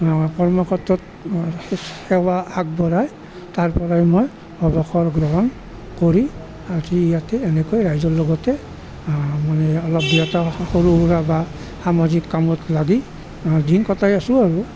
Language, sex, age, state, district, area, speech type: Assamese, male, 60+, Assam, Nalbari, rural, spontaneous